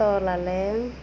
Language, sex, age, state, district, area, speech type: Santali, female, 30-45, Jharkhand, Seraikela Kharsawan, rural, spontaneous